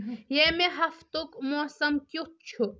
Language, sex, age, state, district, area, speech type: Kashmiri, male, 18-30, Jammu and Kashmir, Budgam, rural, read